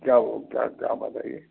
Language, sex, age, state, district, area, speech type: Hindi, male, 60+, Madhya Pradesh, Gwalior, rural, conversation